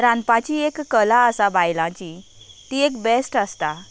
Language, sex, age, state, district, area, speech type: Goan Konkani, female, 18-30, Goa, Canacona, rural, spontaneous